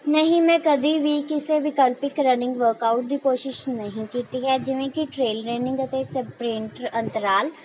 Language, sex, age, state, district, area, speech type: Punjabi, female, 18-30, Punjab, Rupnagar, urban, spontaneous